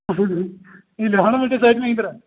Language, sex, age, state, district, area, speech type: Kannada, male, 45-60, Karnataka, Belgaum, rural, conversation